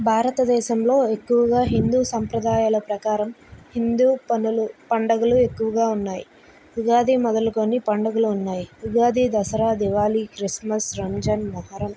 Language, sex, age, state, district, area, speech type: Telugu, female, 30-45, Andhra Pradesh, Vizianagaram, rural, spontaneous